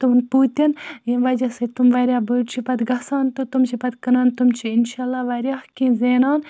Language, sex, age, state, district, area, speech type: Kashmiri, female, 30-45, Jammu and Kashmir, Baramulla, rural, spontaneous